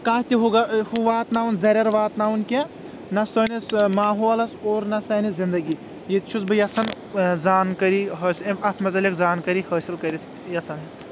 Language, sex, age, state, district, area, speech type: Kashmiri, male, 18-30, Jammu and Kashmir, Kulgam, rural, spontaneous